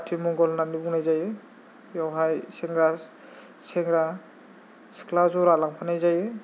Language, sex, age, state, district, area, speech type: Bodo, male, 18-30, Assam, Kokrajhar, rural, spontaneous